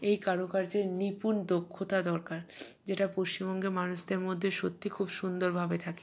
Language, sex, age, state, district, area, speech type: Bengali, female, 60+, West Bengal, Purba Bardhaman, urban, spontaneous